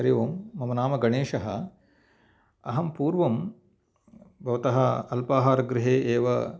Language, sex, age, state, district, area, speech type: Sanskrit, male, 45-60, Andhra Pradesh, Kurnool, rural, spontaneous